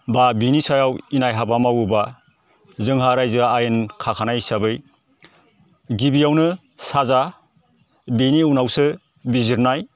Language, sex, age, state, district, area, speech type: Bodo, male, 45-60, Assam, Baksa, rural, spontaneous